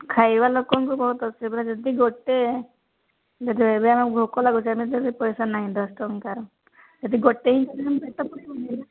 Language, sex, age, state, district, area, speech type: Odia, female, 30-45, Odisha, Sundergarh, urban, conversation